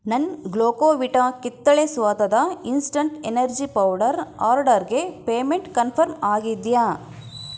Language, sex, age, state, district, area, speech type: Kannada, female, 30-45, Karnataka, Davanagere, rural, read